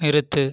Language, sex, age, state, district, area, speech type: Tamil, male, 30-45, Tamil Nadu, Viluppuram, rural, read